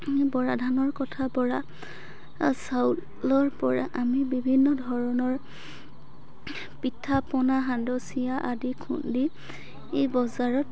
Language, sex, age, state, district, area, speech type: Assamese, female, 45-60, Assam, Dhemaji, rural, spontaneous